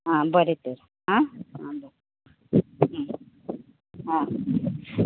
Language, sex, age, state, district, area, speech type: Goan Konkani, female, 30-45, Goa, Tiswadi, rural, conversation